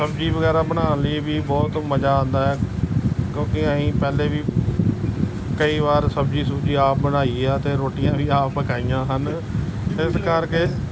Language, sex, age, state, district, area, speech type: Punjabi, male, 45-60, Punjab, Gurdaspur, urban, spontaneous